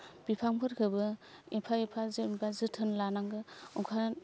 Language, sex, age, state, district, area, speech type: Bodo, female, 18-30, Assam, Baksa, rural, spontaneous